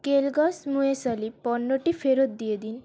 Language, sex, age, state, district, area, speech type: Bengali, female, 18-30, West Bengal, Paschim Bardhaman, urban, read